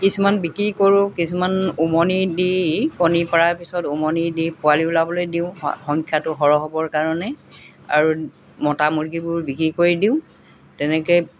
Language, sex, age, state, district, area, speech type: Assamese, female, 60+, Assam, Golaghat, rural, spontaneous